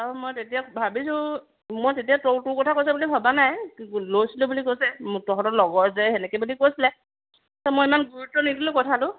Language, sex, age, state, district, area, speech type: Assamese, female, 30-45, Assam, Dhemaji, rural, conversation